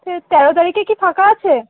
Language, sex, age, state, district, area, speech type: Bengali, female, 18-30, West Bengal, Dakshin Dinajpur, urban, conversation